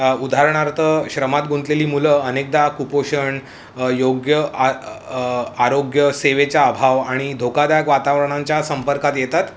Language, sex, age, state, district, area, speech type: Marathi, male, 30-45, Maharashtra, Mumbai City, urban, spontaneous